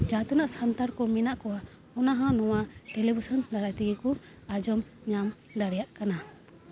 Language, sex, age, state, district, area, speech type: Santali, female, 18-30, West Bengal, Paschim Bardhaman, rural, spontaneous